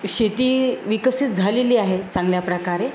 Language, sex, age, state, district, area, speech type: Marathi, female, 45-60, Maharashtra, Jalna, urban, spontaneous